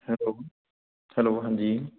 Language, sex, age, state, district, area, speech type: Punjabi, male, 18-30, Punjab, Fazilka, rural, conversation